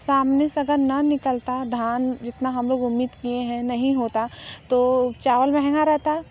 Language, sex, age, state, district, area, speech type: Hindi, female, 45-60, Uttar Pradesh, Mirzapur, rural, spontaneous